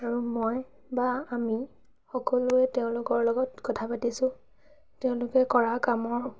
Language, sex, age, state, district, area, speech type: Assamese, female, 30-45, Assam, Biswanath, rural, spontaneous